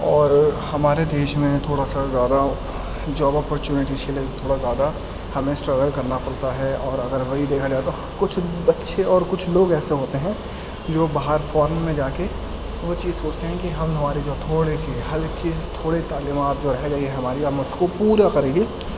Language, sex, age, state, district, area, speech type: Urdu, male, 18-30, Delhi, East Delhi, urban, spontaneous